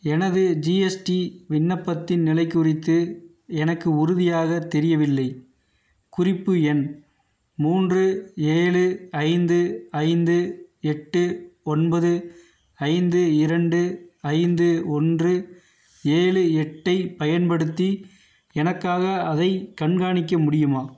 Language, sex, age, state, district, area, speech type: Tamil, male, 30-45, Tamil Nadu, Theni, rural, read